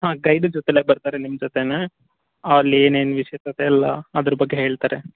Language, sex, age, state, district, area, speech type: Kannada, male, 45-60, Karnataka, Tumkur, rural, conversation